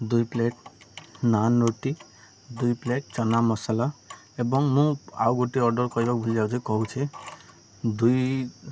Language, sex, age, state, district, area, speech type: Odia, male, 18-30, Odisha, Koraput, urban, spontaneous